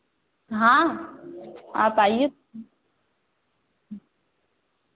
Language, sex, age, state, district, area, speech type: Hindi, female, 18-30, Uttar Pradesh, Varanasi, urban, conversation